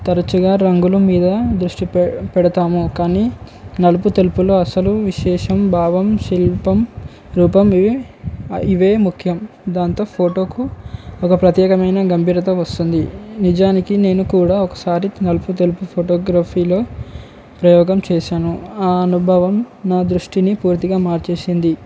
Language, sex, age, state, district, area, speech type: Telugu, male, 18-30, Telangana, Komaram Bheem, urban, spontaneous